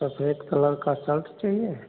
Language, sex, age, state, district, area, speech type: Hindi, male, 45-60, Uttar Pradesh, Hardoi, rural, conversation